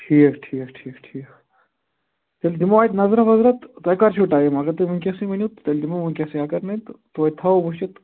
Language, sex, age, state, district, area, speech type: Kashmiri, male, 30-45, Jammu and Kashmir, Shopian, rural, conversation